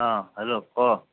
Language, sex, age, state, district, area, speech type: Assamese, male, 45-60, Assam, Nagaon, rural, conversation